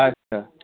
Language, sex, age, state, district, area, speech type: Bengali, male, 30-45, West Bengal, Darjeeling, urban, conversation